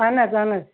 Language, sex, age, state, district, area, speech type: Kashmiri, female, 18-30, Jammu and Kashmir, Budgam, rural, conversation